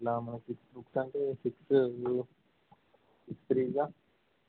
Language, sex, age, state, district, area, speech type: Telugu, male, 18-30, Telangana, Jangaon, urban, conversation